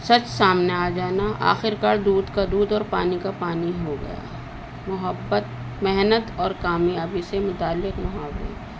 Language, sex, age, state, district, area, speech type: Urdu, female, 60+, Uttar Pradesh, Rampur, urban, spontaneous